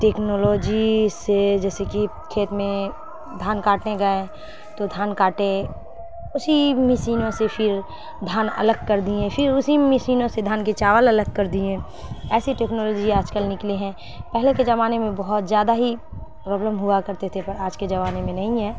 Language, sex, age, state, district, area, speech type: Urdu, female, 30-45, Bihar, Khagaria, rural, spontaneous